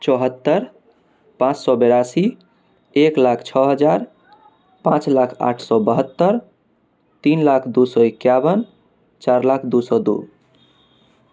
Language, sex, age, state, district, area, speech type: Maithili, male, 18-30, Bihar, Darbhanga, urban, spontaneous